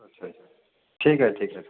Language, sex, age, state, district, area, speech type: Hindi, male, 30-45, Bihar, Darbhanga, rural, conversation